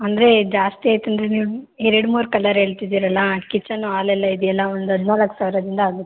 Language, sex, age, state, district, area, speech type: Kannada, female, 18-30, Karnataka, Hassan, rural, conversation